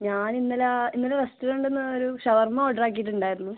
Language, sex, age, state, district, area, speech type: Malayalam, female, 18-30, Kerala, Kasaragod, rural, conversation